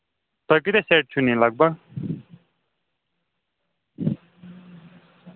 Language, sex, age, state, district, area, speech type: Kashmiri, male, 18-30, Jammu and Kashmir, Shopian, urban, conversation